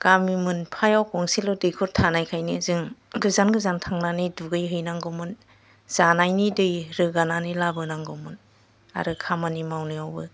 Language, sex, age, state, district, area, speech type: Bodo, male, 60+, Assam, Kokrajhar, urban, spontaneous